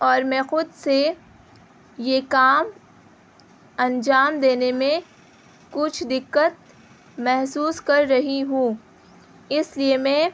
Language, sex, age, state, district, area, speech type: Urdu, female, 18-30, Bihar, Gaya, rural, spontaneous